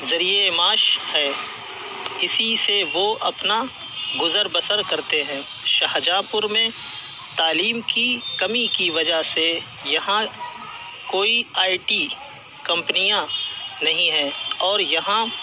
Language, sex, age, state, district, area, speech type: Urdu, male, 30-45, Uttar Pradesh, Shahjahanpur, urban, spontaneous